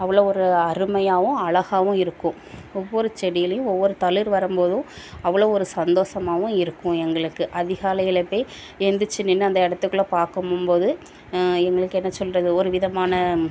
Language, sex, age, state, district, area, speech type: Tamil, female, 30-45, Tamil Nadu, Thoothukudi, rural, spontaneous